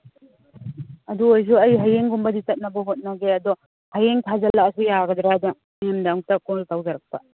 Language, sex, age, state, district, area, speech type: Manipuri, female, 30-45, Manipur, Senapati, rural, conversation